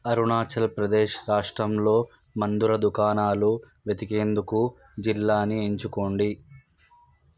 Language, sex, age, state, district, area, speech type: Telugu, male, 18-30, Telangana, Nalgonda, urban, read